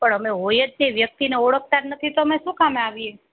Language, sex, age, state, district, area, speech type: Gujarati, female, 30-45, Gujarat, Junagadh, urban, conversation